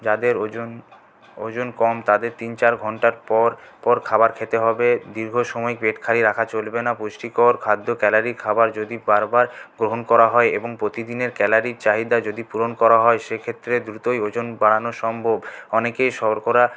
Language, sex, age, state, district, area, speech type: Bengali, male, 18-30, West Bengal, Paschim Bardhaman, rural, spontaneous